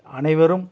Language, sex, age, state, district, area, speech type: Tamil, male, 45-60, Tamil Nadu, Tiruppur, rural, spontaneous